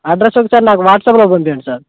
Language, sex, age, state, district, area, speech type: Telugu, male, 18-30, Telangana, Khammam, urban, conversation